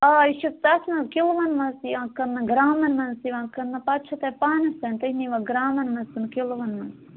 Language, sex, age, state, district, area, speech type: Kashmiri, female, 30-45, Jammu and Kashmir, Budgam, rural, conversation